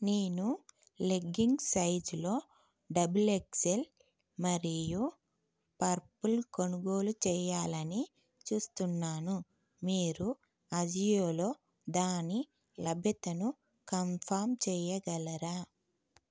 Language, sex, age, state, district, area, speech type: Telugu, female, 30-45, Telangana, Karimnagar, urban, read